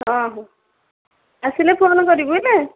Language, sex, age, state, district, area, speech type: Odia, female, 18-30, Odisha, Dhenkanal, rural, conversation